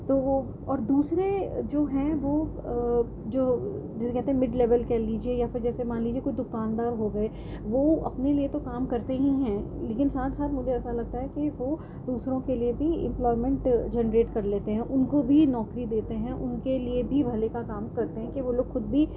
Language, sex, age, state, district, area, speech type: Urdu, female, 30-45, Delhi, North East Delhi, urban, spontaneous